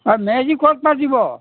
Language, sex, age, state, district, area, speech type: Assamese, male, 60+, Assam, Dhemaji, rural, conversation